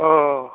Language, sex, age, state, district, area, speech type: Bodo, male, 60+, Assam, Chirang, urban, conversation